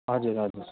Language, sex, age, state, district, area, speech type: Nepali, male, 30-45, West Bengal, Kalimpong, rural, conversation